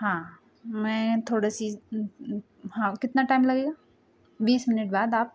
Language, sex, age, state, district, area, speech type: Hindi, female, 30-45, Madhya Pradesh, Hoshangabad, rural, spontaneous